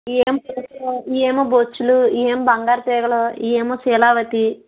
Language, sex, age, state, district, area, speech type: Telugu, female, 18-30, Andhra Pradesh, West Godavari, rural, conversation